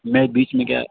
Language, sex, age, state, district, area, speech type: Hindi, male, 60+, Rajasthan, Jodhpur, urban, conversation